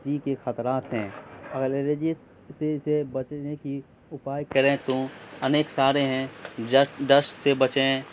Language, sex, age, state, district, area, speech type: Urdu, male, 18-30, Bihar, Madhubani, rural, spontaneous